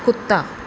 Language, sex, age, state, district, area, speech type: Punjabi, female, 30-45, Punjab, Bathinda, urban, read